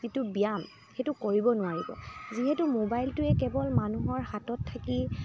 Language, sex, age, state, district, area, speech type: Assamese, female, 30-45, Assam, Dibrugarh, rural, spontaneous